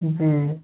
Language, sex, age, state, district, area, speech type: Hindi, male, 18-30, Uttar Pradesh, Chandauli, rural, conversation